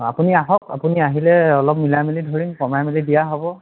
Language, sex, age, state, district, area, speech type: Assamese, male, 45-60, Assam, Dhemaji, rural, conversation